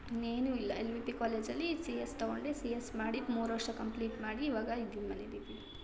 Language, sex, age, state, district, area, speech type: Kannada, female, 18-30, Karnataka, Hassan, rural, spontaneous